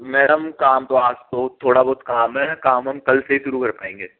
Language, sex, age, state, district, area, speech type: Hindi, male, 60+, Rajasthan, Jaipur, urban, conversation